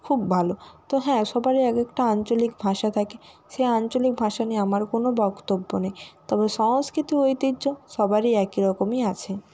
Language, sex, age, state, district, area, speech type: Bengali, female, 30-45, West Bengal, Nadia, urban, spontaneous